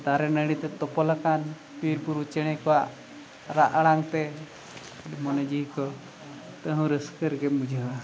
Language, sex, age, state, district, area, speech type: Santali, male, 45-60, Odisha, Mayurbhanj, rural, spontaneous